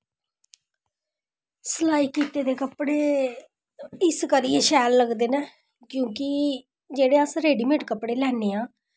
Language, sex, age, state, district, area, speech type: Dogri, female, 30-45, Jammu and Kashmir, Samba, urban, spontaneous